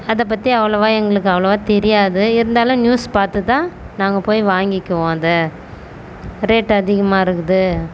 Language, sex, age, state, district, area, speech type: Tamil, female, 30-45, Tamil Nadu, Tiruvannamalai, urban, spontaneous